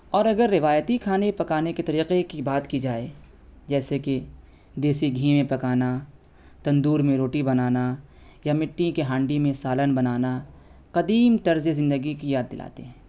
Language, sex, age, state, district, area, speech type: Urdu, male, 18-30, Delhi, North West Delhi, urban, spontaneous